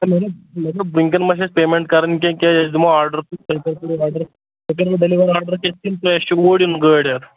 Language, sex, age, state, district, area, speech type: Kashmiri, male, 18-30, Jammu and Kashmir, Anantnag, rural, conversation